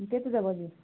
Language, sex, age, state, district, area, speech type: Odia, female, 30-45, Odisha, Kalahandi, rural, conversation